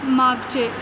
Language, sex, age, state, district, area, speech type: Marathi, female, 18-30, Maharashtra, Mumbai Suburban, urban, read